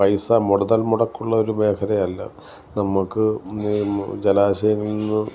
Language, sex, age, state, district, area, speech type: Malayalam, male, 45-60, Kerala, Alappuzha, rural, spontaneous